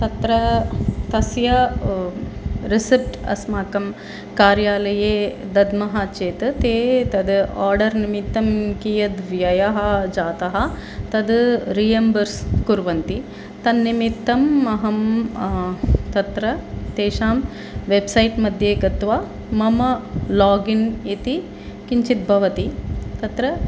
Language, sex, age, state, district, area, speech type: Sanskrit, female, 45-60, Tamil Nadu, Chennai, urban, spontaneous